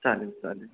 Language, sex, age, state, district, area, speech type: Marathi, male, 18-30, Maharashtra, Ratnagiri, rural, conversation